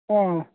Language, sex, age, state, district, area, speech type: Manipuri, male, 45-60, Manipur, Churachandpur, rural, conversation